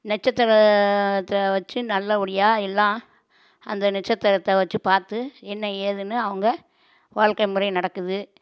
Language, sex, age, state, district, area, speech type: Tamil, female, 45-60, Tamil Nadu, Madurai, urban, spontaneous